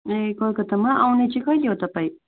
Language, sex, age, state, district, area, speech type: Nepali, female, 18-30, West Bengal, Darjeeling, rural, conversation